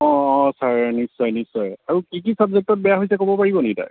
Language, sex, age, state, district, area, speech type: Assamese, male, 18-30, Assam, Sivasagar, rural, conversation